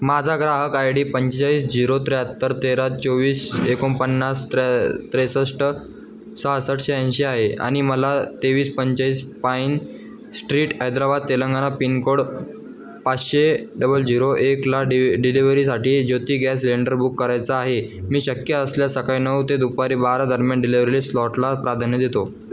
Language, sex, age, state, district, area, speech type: Marathi, male, 18-30, Maharashtra, Jalna, urban, read